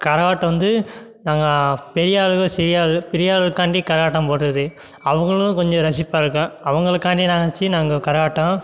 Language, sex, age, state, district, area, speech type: Tamil, male, 18-30, Tamil Nadu, Sivaganga, rural, spontaneous